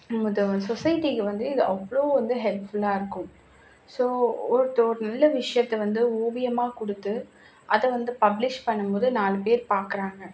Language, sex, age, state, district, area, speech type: Tamil, female, 45-60, Tamil Nadu, Kanchipuram, urban, spontaneous